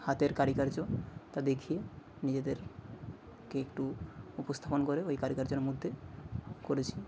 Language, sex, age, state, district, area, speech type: Bengali, male, 30-45, West Bengal, Nadia, rural, spontaneous